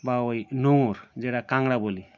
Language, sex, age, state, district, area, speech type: Bengali, male, 45-60, West Bengal, Birbhum, urban, spontaneous